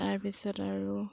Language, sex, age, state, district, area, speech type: Assamese, female, 30-45, Assam, Sivasagar, rural, spontaneous